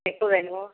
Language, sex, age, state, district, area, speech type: Tamil, female, 30-45, Tamil Nadu, Nilgiris, rural, conversation